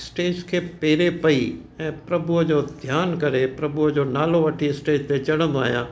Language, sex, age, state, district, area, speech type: Sindhi, male, 60+, Gujarat, Kutch, rural, spontaneous